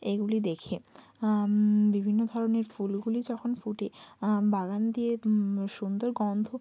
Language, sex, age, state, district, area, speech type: Bengali, female, 18-30, West Bengal, Bankura, urban, spontaneous